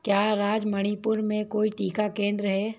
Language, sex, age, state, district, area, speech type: Hindi, female, 30-45, Madhya Pradesh, Bhopal, urban, read